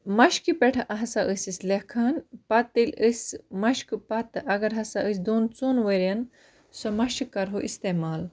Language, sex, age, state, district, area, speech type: Kashmiri, female, 30-45, Jammu and Kashmir, Baramulla, rural, spontaneous